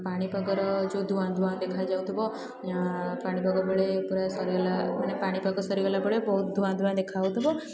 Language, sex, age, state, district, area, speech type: Odia, female, 18-30, Odisha, Puri, urban, spontaneous